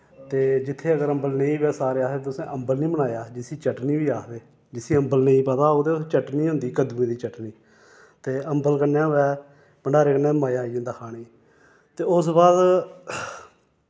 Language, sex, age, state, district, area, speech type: Dogri, male, 30-45, Jammu and Kashmir, Reasi, urban, spontaneous